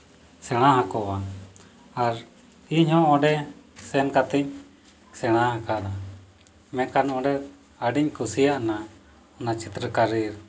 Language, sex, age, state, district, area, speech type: Santali, male, 30-45, Jharkhand, East Singhbhum, rural, spontaneous